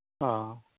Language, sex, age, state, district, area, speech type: Assamese, male, 60+, Assam, Majuli, urban, conversation